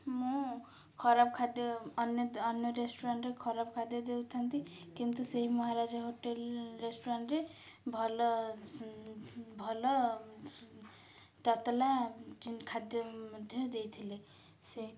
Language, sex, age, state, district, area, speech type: Odia, female, 18-30, Odisha, Ganjam, urban, spontaneous